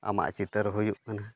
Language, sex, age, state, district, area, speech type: Santali, male, 30-45, Jharkhand, Pakur, rural, spontaneous